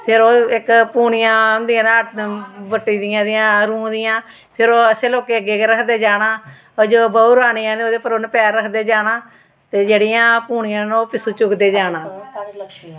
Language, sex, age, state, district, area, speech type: Dogri, female, 45-60, Jammu and Kashmir, Samba, urban, spontaneous